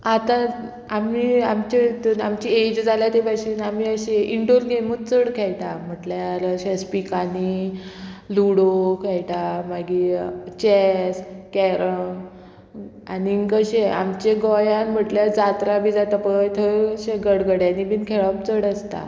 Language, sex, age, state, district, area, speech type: Goan Konkani, female, 30-45, Goa, Murmgao, rural, spontaneous